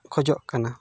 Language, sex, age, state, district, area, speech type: Santali, male, 30-45, West Bengal, Bankura, rural, spontaneous